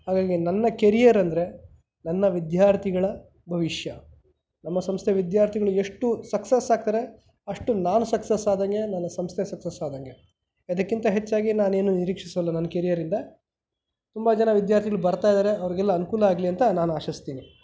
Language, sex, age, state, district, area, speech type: Kannada, male, 30-45, Karnataka, Kolar, urban, spontaneous